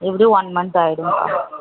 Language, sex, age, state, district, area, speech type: Tamil, female, 18-30, Tamil Nadu, Dharmapuri, rural, conversation